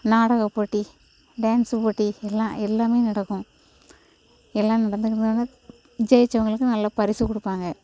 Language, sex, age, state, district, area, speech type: Tamil, female, 45-60, Tamil Nadu, Thoothukudi, rural, spontaneous